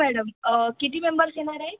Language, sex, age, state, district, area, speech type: Marathi, female, 18-30, Maharashtra, Mumbai Suburban, urban, conversation